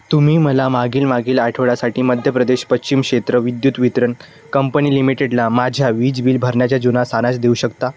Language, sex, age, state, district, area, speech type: Marathi, male, 18-30, Maharashtra, Nagpur, rural, read